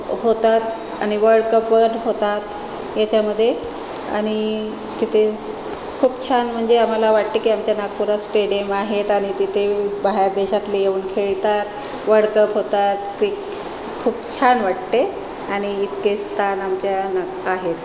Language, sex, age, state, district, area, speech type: Marathi, female, 45-60, Maharashtra, Nagpur, urban, spontaneous